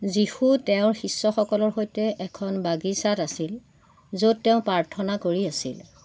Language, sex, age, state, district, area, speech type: Assamese, female, 60+, Assam, Golaghat, rural, read